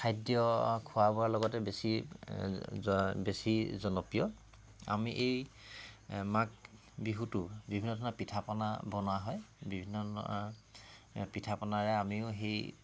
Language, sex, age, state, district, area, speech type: Assamese, male, 30-45, Assam, Tinsukia, urban, spontaneous